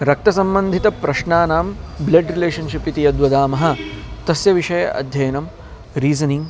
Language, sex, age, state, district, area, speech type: Sanskrit, male, 30-45, Karnataka, Bangalore Urban, urban, spontaneous